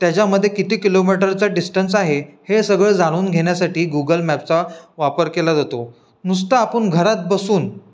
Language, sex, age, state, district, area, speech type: Marathi, male, 18-30, Maharashtra, Ratnagiri, rural, spontaneous